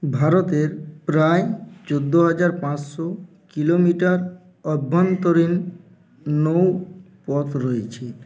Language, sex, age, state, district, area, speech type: Bengali, male, 18-30, West Bengal, Uttar Dinajpur, urban, read